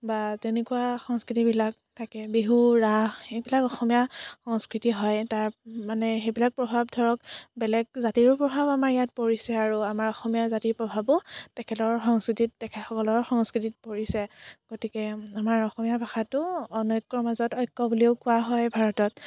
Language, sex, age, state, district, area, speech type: Assamese, female, 18-30, Assam, Biswanath, rural, spontaneous